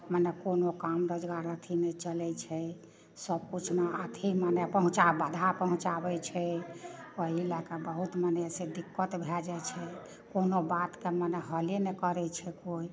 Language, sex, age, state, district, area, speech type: Maithili, female, 60+, Bihar, Madhepura, rural, spontaneous